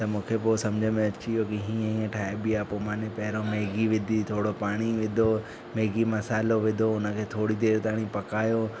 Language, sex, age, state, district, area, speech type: Sindhi, male, 18-30, Madhya Pradesh, Katni, rural, spontaneous